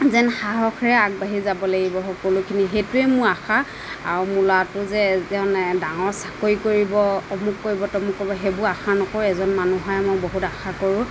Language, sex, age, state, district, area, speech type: Assamese, female, 30-45, Assam, Nagaon, rural, spontaneous